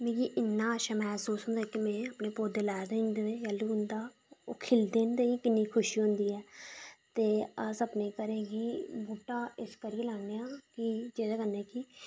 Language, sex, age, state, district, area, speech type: Dogri, female, 18-30, Jammu and Kashmir, Reasi, rural, spontaneous